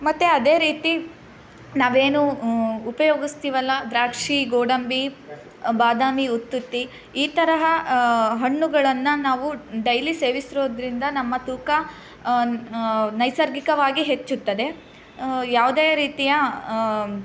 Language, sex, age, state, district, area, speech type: Kannada, female, 18-30, Karnataka, Chitradurga, rural, spontaneous